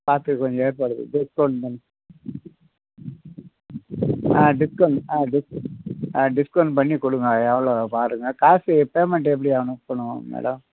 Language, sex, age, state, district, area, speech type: Tamil, male, 60+, Tamil Nadu, Mayiladuthurai, rural, conversation